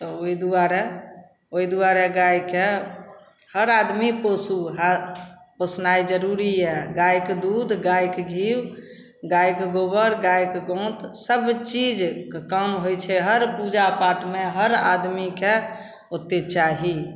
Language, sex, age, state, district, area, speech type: Maithili, female, 45-60, Bihar, Samastipur, rural, spontaneous